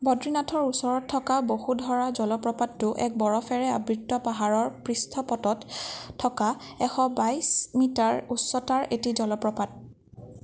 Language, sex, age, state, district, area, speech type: Assamese, female, 18-30, Assam, Nagaon, rural, read